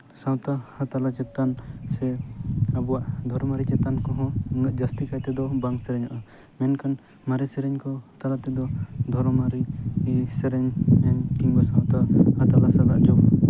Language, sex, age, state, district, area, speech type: Santali, male, 18-30, West Bengal, Jhargram, rural, spontaneous